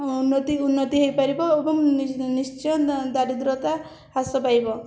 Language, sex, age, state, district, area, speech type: Odia, female, 18-30, Odisha, Puri, urban, spontaneous